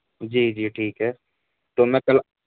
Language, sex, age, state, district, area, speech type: Urdu, male, 18-30, Uttar Pradesh, Siddharthnagar, rural, conversation